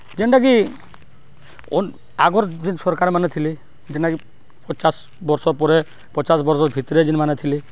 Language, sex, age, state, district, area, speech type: Odia, male, 60+, Odisha, Balangir, urban, spontaneous